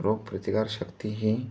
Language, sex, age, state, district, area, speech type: Marathi, male, 18-30, Maharashtra, Amravati, rural, spontaneous